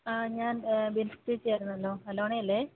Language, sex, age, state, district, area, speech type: Malayalam, female, 45-60, Kerala, Idukki, rural, conversation